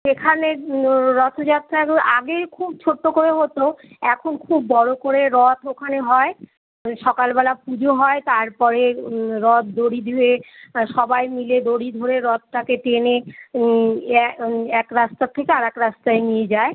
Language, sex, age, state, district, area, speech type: Bengali, female, 45-60, West Bengal, Kolkata, urban, conversation